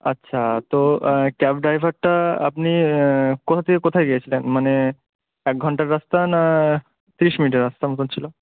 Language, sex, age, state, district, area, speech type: Bengali, male, 18-30, West Bengal, Murshidabad, urban, conversation